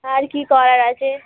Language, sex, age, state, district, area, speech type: Bengali, female, 18-30, West Bengal, Dakshin Dinajpur, urban, conversation